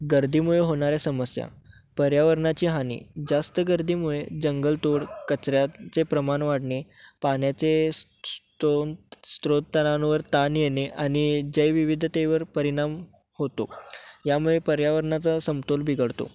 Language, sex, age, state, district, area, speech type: Marathi, male, 18-30, Maharashtra, Sangli, urban, spontaneous